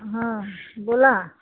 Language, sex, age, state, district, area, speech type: Marathi, female, 30-45, Maharashtra, Washim, rural, conversation